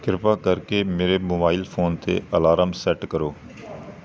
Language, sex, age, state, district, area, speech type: Punjabi, male, 30-45, Punjab, Kapurthala, urban, read